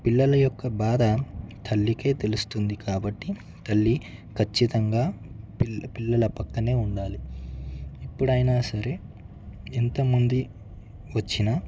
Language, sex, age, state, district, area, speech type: Telugu, male, 18-30, Telangana, Ranga Reddy, urban, spontaneous